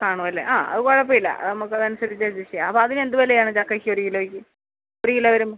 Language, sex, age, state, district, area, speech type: Malayalam, female, 45-60, Kerala, Kottayam, urban, conversation